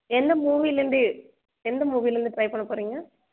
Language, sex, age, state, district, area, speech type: Tamil, female, 18-30, Tamil Nadu, Nagapattinam, rural, conversation